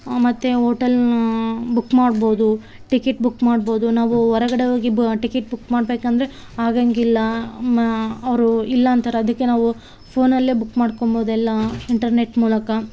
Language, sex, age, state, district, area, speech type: Kannada, female, 30-45, Karnataka, Vijayanagara, rural, spontaneous